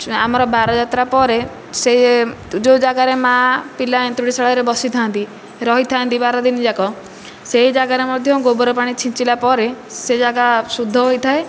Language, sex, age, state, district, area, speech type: Odia, female, 18-30, Odisha, Nayagarh, rural, spontaneous